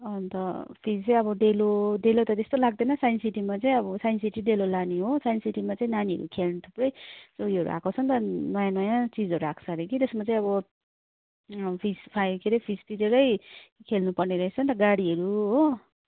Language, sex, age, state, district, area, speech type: Nepali, female, 30-45, West Bengal, Kalimpong, rural, conversation